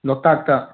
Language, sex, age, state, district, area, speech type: Manipuri, male, 18-30, Manipur, Bishnupur, rural, conversation